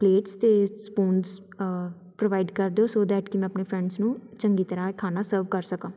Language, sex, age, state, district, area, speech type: Punjabi, female, 18-30, Punjab, Tarn Taran, urban, spontaneous